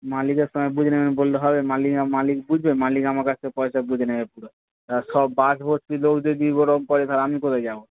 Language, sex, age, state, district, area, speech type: Bengali, male, 30-45, West Bengal, Darjeeling, rural, conversation